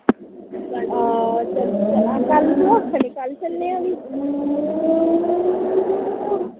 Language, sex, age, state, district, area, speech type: Dogri, female, 18-30, Jammu and Kashmir, Udhampur, rural, conversation